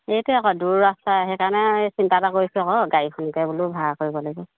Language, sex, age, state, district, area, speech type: Assamese, female, 30-45, Assam, Charaideo, rural, conversation